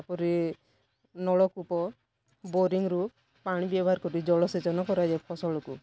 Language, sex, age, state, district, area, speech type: Odia, female, 45-60, Odisha, Kalahandi, rural, spontaneous